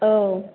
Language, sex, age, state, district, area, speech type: Bodo, female, 30-45, Assam, Chirang, urban, conversation